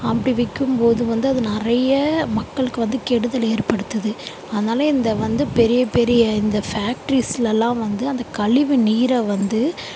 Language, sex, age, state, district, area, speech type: Tamil, female, 30-45, Tamil Nadu, Chennai, urban, spontaneous